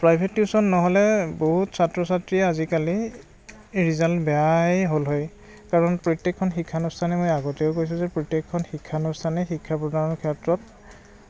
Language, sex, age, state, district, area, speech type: Assamese, male, 30-45, Assam, Goalpara, urban, spontaneous